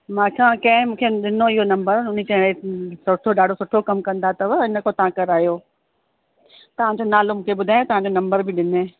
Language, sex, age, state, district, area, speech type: Sindhi, female, 45-60, Uttar Pradesh, Lucknow, urban, conversation